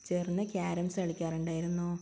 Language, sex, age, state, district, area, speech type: Malayalam, female, 45-60, Kerala, Wayanad, rural, spontaneous